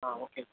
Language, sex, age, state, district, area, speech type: Tamil, male, 18-30, Tamil Nadu, Tirunelveli, rural, conversation